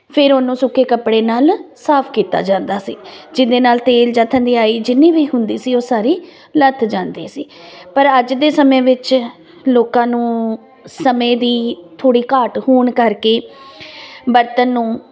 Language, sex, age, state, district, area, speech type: Punjabi, female, 30-45, Punjab, Firozpur, urban, spontaneous